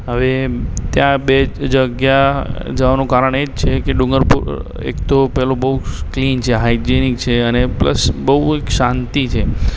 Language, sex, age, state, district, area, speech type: Gujarati, male, 18-30, Gujarat, Aravalli, urban, spontaneous